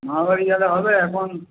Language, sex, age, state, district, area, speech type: Bengali, male, 18-30, West Bengal, Paschim Medinipur, rural, conversation